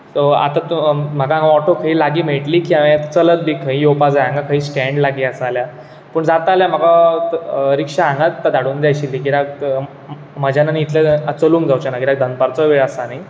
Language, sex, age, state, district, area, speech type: Goan Konkani, male, 18-30, Goa, Bardez, urban, spontaneous